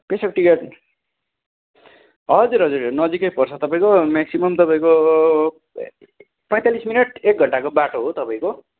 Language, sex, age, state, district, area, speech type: Nepali, male, 45-60, West Bengal, Darjeeling, rural, conversation